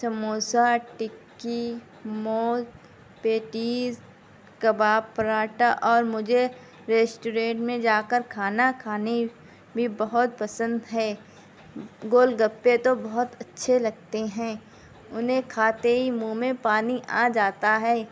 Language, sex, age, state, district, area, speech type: Urdu, female, 18-30, Uttar Pradesh, Shahjahanpur, urban, spontaneous